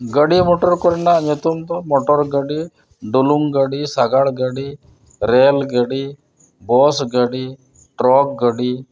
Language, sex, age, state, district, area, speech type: Santali, male, 60+, Odisha, Mayurbhanj, rural, spontaneous